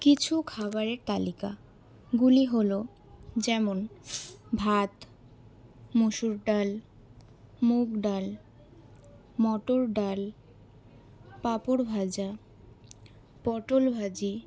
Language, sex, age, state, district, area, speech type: Bengali, female, 18-30, West Bengal, Alipurduar, rural, spontaneous